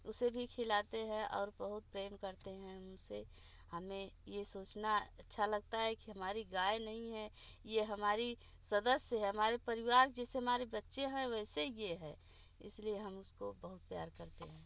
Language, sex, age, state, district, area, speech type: Hindi, female, 60+, Uttar Pradesh, Bhadohi, urban, spontaneous